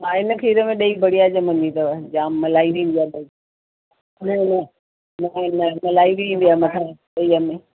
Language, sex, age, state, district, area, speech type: Sindhi, female, 60+, Delhi, South Delhi, urban, conversation